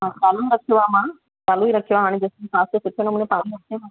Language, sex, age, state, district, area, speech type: Sindhi, female, 45-60, Gujarat, Surat, urban, conversation